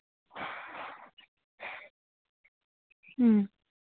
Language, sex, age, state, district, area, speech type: Manipuri, female, 18-30, Manipur, Churachandpur, rural, conversation